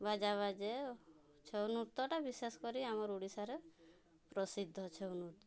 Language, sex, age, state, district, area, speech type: Odia, female, 45-60, Odisha, Mayurbhanj, rural, spontaneous